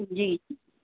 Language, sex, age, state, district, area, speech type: Sindhi, female, 45-60, Madhya Pradesh, Katni, urban, conversation